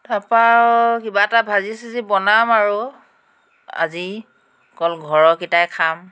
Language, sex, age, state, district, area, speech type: Assamese, female, 45-60, Assam, Tinsukia, urban, spontaneous